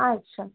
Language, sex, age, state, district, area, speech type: Sindhi, female, 18-30, Uttar Pradesh, Lucknow, urban, conversation